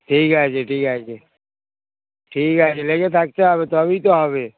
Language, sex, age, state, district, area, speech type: Bengali, male, 60+, West Bengal, Hooghly, rural, conversation